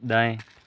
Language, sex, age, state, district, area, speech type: Hindi, male, 18-30, Rajasthan, Nagaur, rural, read